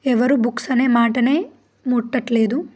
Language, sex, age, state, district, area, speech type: Telugu, female, 18-30, Telangana, Bhadradri Kothagudem, rural, spontaneous